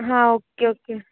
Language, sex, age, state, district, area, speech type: Gujarati, female, 18-30, Gujarat, Narmada, urban, conversation